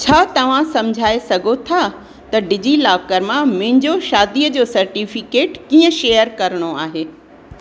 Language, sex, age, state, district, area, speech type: Sindhi, female, 60+, Rajasthan, Ajmer, urban, read